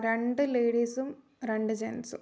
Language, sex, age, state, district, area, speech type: Malayalam, female, 18-30, Kerala, Wayanad, rural, spontaneous